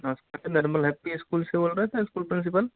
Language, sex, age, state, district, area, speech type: Hindi, male, 30-45, Rajasthan, Karauli, rural, conversation